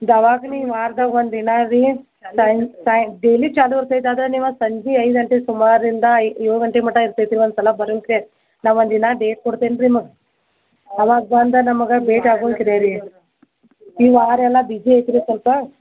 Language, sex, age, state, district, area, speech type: Kannada, female, 60+, Karnataka, Belgaum, rural, conversation